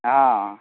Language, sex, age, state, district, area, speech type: Maithili, male, 18-30, Bihar, Saharsa, rural, conversation